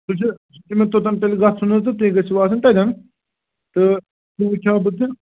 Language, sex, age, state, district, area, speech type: Kashmiri, male, 30-45, Jammu and Kashmir, Srinagar, rural, conversation